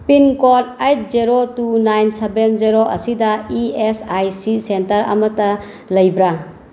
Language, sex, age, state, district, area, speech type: Manipuri, female, 30-45, Manipur, Bishnupur, rural, read